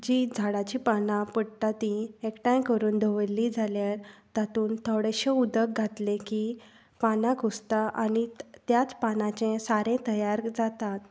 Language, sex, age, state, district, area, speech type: Goan Konkani, female, 30-45, Goa, Tiswadi, rural, spontaneous